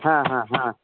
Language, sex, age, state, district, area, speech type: Marathi, male, 60+, Maharashtra, Osmanabad, rural, conversation